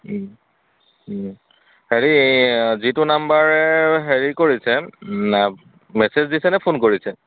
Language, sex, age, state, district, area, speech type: Assamese, male, 30-45, Assam, Golaghat, rural, conversation